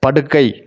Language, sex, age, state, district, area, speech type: Tamil, male, 45-60, Tamil Nadu, Erode, urban, read